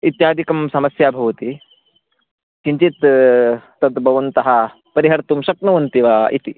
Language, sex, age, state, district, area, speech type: Sanskrit, male, 18-30, Karnataka, Chikkamagaluru, rural, conversation